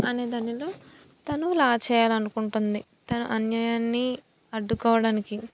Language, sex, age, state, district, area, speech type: Telugu, female, 18-30, Andhra Pradesh, Anakapalli, rural, spontaneous